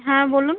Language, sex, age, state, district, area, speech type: Bengali, female, 30-45, West Bengal, Kolkata, urban, conversation